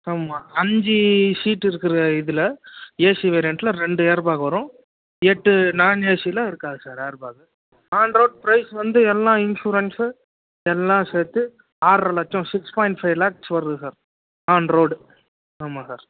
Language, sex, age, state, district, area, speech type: Tamil, male, 18-30, Tamil Nadu, Krishnagiri, rural, conversation